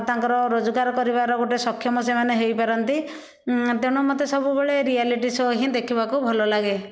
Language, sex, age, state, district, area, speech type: Odia, female, 60+, Odisha, Bhadrak, rural, spontaneous